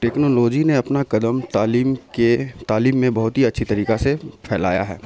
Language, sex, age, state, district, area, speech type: Urdu, male, 30-45, Bihar, Khagaria, rural, spontaneous